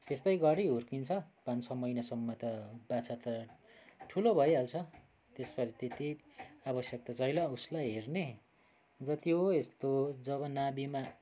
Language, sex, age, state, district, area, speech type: Nepali, male, 45-60, West Bengal, Kalimpong, rural, spontaneous